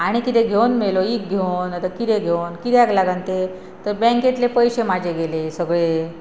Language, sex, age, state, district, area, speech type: Goan Konkani, female, 30-45, Goa, Pernem, rural, spontaneous